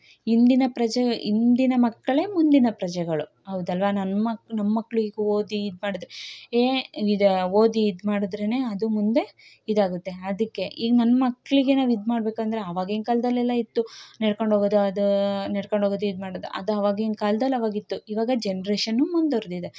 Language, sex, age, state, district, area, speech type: Kannada, female, 30-45, Karnataka, Chikkamagaluru, rural, spontaneous